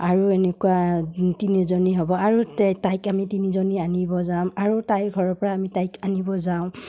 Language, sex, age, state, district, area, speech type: Assamese, female, 30-45, Assam, Udalguri, rural, spontaneous